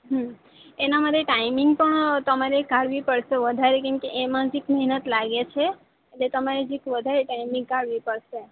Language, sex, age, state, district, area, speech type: Gujarati, female, 18-30, Gujarat, Valsad, rural, conversation